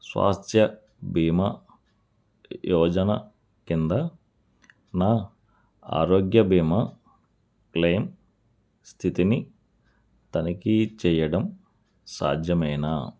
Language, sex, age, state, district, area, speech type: Telugu, male, 45-60, Andhra Pradesh, N T Rama Rao, urban, read